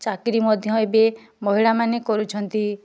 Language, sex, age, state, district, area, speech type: Odia, female, 30-45, Odisha, Mayurbhanj, rural, spontaneous